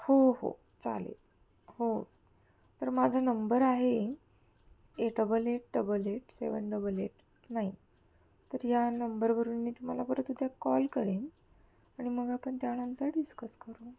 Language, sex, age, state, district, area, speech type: Marathi, female, 30-45, Maharashtra, Kolhapur, urban, spontaneous